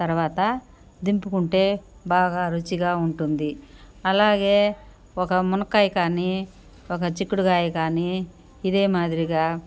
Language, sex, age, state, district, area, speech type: Telugu, female, 60+, Andhra Pradesh, Sri Balaji, urban, spontaneous